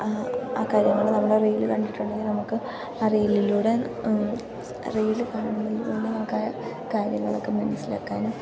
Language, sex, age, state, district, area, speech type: Malayalam, female, 18-30, Kerala, Idukki, rural, spontaneous